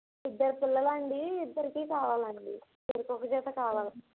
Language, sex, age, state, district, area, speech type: Telugu, female, 30-45, Andhra Pradesh, East Godavari, rural, conversation